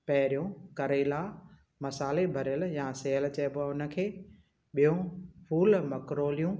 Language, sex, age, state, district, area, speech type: Sindhi, female, 60+, Maharashtra, Thane, urban, spontaneous